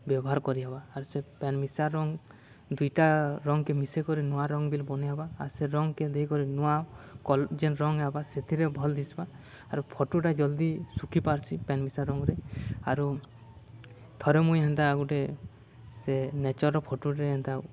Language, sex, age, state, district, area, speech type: Odia, male, 18-30, Odisha, Balangir, urban, spontaneous